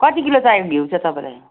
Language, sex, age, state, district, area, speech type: Nepali, female, 45-60, West Bengal, Jalpaiguri, rural, conversation